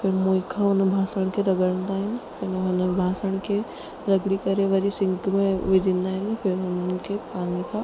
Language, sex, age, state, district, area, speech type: Sindhi, female, 18-30, Rajasthan, Ajmer, urban, spontaneous